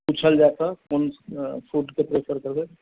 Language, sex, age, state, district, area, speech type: Maithili, male, 30-45, Bihar, Madhubani, rural, conversation